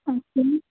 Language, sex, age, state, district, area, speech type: Hindi, female, 45-60, Uttar Pradesh, Ayodhya, rural, conversation